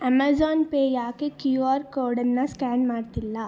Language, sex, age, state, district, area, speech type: Kannada, female, 18-30, Karnataka, Chikkaballapur, urban, read